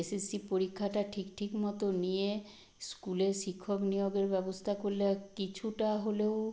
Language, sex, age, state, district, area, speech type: Bengali, female, 60+, West Bengal, Nadia, rural, spontaneous